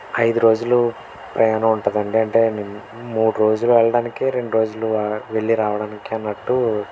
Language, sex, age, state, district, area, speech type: Telugu, male, 18-30, Andhra Pradesh, N T Rama Rao, urban, spontaneous